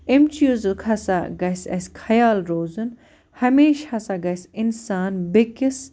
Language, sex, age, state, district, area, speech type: Kashmiri, female, 30-45, Jammu and Kashmir, Baramulla, rural, spontaneous